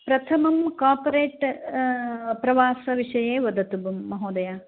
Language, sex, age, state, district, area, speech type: Sanskrit, female, 45-60, Karnataka, Uttara Kannada, rural, conversation